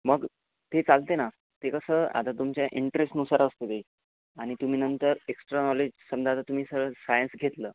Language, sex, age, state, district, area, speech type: Marathi, male, 18-30, Maharashtra, Washim, rural, conversation